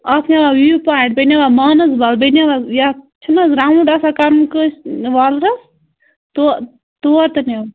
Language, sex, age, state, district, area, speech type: Kashmiri, female, 30-45, Jammu and Kashmir, Bandipora, rural, conversation